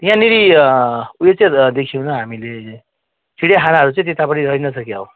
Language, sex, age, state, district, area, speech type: Nepali, male, 45-60, West Bengal, Jalpaiguri, rural, conversation